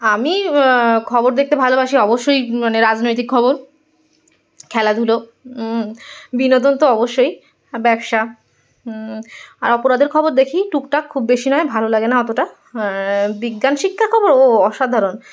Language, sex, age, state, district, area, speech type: Bengali, female, 30-45, West Bengal, Darjeeling, urban, spontaneous